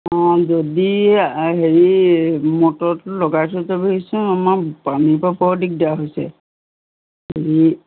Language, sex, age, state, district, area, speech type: Assamese, female, 60+, Assam, Golaghat, urban, conversation